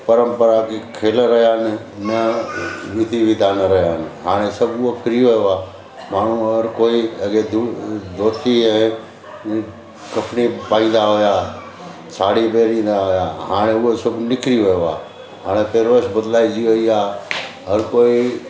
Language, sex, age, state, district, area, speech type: Sindhi, male, 60+, Gujarat, Surat, urban, spontaneous